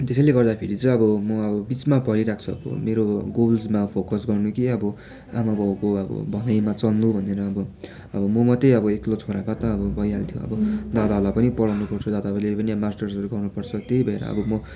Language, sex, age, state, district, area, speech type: Nepali, male, 18-30, West Bengal, Darjeeling, rural, spontaneous